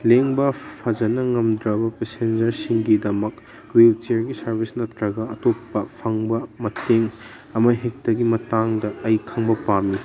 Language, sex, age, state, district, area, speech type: Manipuri, male, 18-30, Manipur, Kangpokpi, urban, read